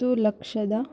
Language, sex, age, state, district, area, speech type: Kannada, female, 30-45, Karnataka, Bangalore Urban, rural, spontaneous